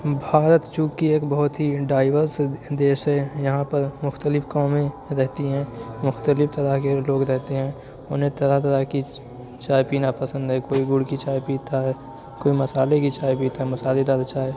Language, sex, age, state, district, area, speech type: Urdu, male, 45-60, Uttar Pradesh, Aligarh, rural, spontaneous